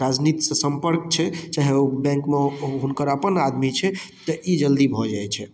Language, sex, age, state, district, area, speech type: Maithili, male, 18-30, Bihar, Darbhanga, urban, spontaneous